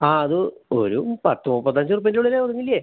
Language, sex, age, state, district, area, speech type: Malayalam, male, 30-45, Kerala, Palakkad, urban, conversation